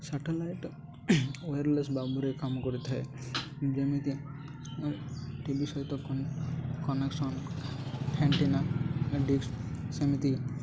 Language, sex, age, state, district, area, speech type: Odia, male, 18-30, Odisha, Nabarangpur, urban, spontaneous